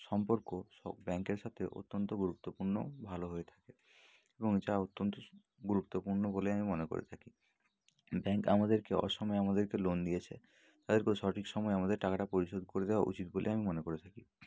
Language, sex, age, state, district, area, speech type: Bengali, male, 30-45, West Bengal, Bankura, urban, spontaneous